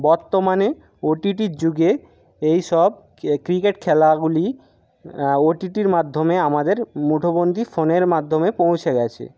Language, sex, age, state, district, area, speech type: Bengali, male, 60+, West Bengal, Jhargram, rural, spontaneous